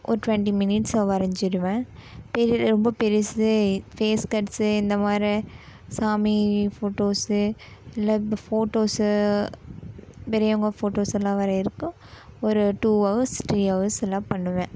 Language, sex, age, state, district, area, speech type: Tamil, female, 18-30, Tamil Nadu, Coimbatore, rural, spontaneous